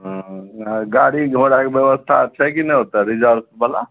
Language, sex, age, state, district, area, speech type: Maithili, male, 45-60, Bihar, Araria, rural, conversation